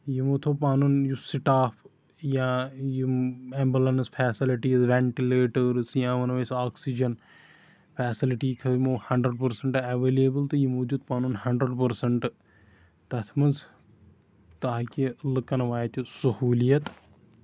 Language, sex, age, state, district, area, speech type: Kashmiri, male, 18-30, Jammu and Kashmir, Shopian, rural, spontaneous